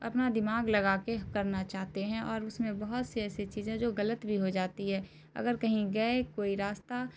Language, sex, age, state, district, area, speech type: Urdu, female, 18-30, Bihar, Darbhanga, rural, spontaneous